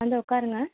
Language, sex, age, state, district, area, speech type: Tamil, female, 18-30, Tamil Nadu, Tiruvallur, urban, conversation